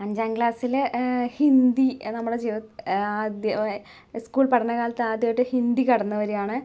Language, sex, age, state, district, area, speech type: Malayalam, female, 30-45, Kerala, Palakkad, rural, spontaneous